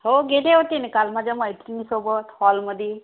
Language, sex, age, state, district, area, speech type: Marathi, female, 30-45, Maharashtra, Wardha, rural, conversation